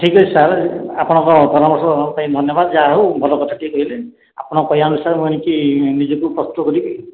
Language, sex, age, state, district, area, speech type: Odia, male, 60+, Odisha, Khordha, rural, conversation